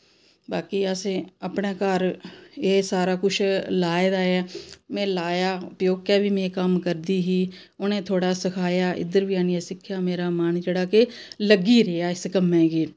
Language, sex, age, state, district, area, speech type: Dogri, female, 30-45, Jammu and Kashmir, Samba, rural, spontaneous